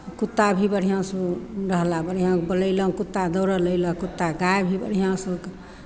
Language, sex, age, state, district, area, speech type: Maithili, female, 60+, Bihar, Begusarai, rural, spontaneous